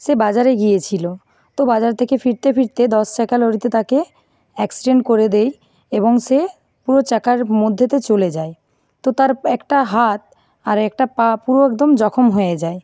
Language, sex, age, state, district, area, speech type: Bengali, female, 45-60, West Bengal, Nadia, rural, spontaneous